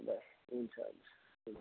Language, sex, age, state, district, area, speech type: Nepali, male, 45-60, West Bengal, Kalimpong, rural, conversation